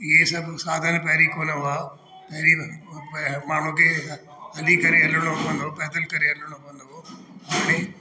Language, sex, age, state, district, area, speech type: Sindhi, male, 60+, Delhi, South Delhi, urban, spontaneous